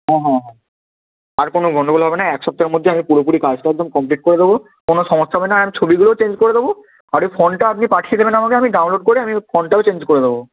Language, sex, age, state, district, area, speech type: Bengali, male, 18-30, West Bengal, Purba Medinipur, rural, conversation